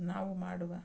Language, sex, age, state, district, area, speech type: Kannada, female, 45-60, Karnataka, Mandya, rural, spontaneous